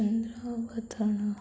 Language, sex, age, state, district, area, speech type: Odia, female, 18-30, Odisha, Koraput, urban, spontaneous